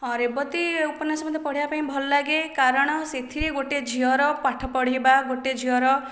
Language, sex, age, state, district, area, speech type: Odia, female, 18-30, Odisha, Khordha, rural, spontaneous